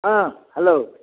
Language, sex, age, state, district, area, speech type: Odia, male, 60+, Odisha, Gajapati, rural, conversation